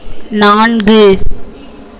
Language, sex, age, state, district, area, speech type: Tamil, female, 18-30, Tamil Nadu, Tiruvarur, rural, read